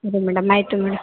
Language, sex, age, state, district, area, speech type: Kannada, female, 18-30, Karnataka, Hassan, rural, conversation